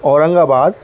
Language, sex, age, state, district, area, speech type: Sindhi, male, 30-45, Maharashtra, Thane, rural, spontaneous